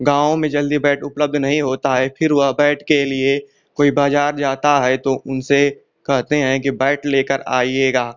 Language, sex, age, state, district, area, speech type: Hindi, male, 18-30, Uttar Pradesh, Ghazipur, rural, spontaneous